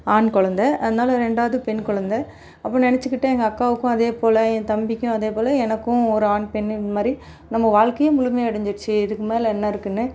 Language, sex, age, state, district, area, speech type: Tamil, female, 30-45, Tamil Nadu, Dharmapuri, rural, spontaneous